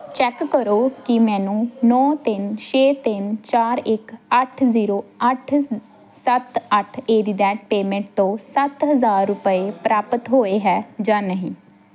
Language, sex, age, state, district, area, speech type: Punjabi, female, 18-30, Punjab, Pathankot, rural, read